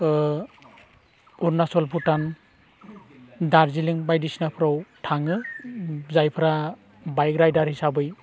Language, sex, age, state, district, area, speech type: Bodo, male, 30-45, Assam, Udalguri, rural, spontaneous